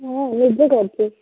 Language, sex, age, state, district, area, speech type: Odia, female, 45-60, Odisha, Gajapati, rural, conversation